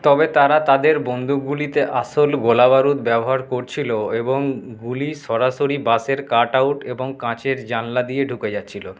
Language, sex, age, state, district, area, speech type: Bengali, male, 30-45, West Bengal, Paschim Bardhaman, urban, read